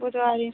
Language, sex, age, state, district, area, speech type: Hindi, female, 18-30, Madhya Pradesh, Seoni, urban, conversation